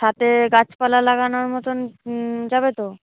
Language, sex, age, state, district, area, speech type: Bengali, female, 45-60, West Bengal, Paschim Medinipur, urban, conversation